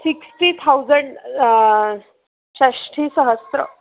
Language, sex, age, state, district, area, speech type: Sanskrit, female, 30-45, Maharashtra, Nagpur, urban, conversation